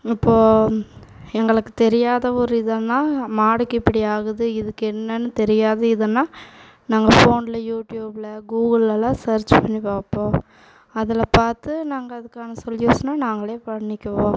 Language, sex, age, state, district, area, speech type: Tamil, female, 18-30, Tamil Nadu, Coimbatore, rural, spontaneous